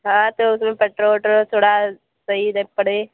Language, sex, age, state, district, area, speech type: Hindi, female, 18-30, Uttar Pradesh, Azamgarh, rural, conversation